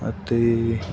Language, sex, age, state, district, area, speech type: Kannada, male, 30-45, Karnataka, Dakshina Kannada, rural, spontaneous